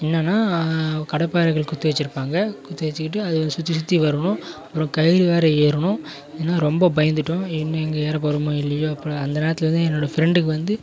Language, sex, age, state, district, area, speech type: Tamil, male, 18-30, Tamil Nadu, Kallakurichi, rural, spontaneous